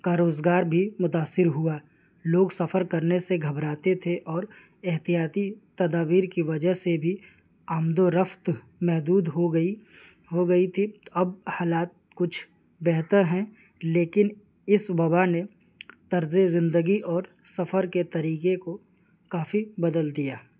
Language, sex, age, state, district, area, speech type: Urdu, male, 18-30, Delhi, New Delhi, rural, spontaneous